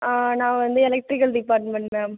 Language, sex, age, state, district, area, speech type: Tamil, female, 18-30, Tamil Nadu, Cuddalore, rural, conversation